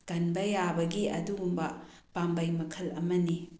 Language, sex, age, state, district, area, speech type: Manipuri, female, 45-60, Manipur, Bishnupur, rural, spontaneous